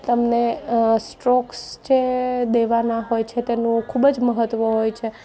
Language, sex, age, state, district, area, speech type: Gujarati, female, 30-45, Gujarat, Junagadh, urban, spontaneous